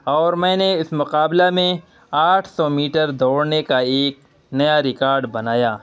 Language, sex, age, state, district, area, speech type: Urdu, male, 30-45, Bihar, Purnia, rural, spontaneous